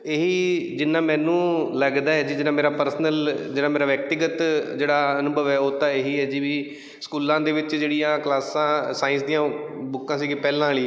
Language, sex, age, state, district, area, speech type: Punjabi, male, 30-45, Punjab, Bathinda, urban, spontaneous